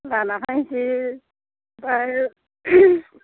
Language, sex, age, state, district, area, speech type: Bodo, female, 30-45, Assam, Udalguri, rural, conversation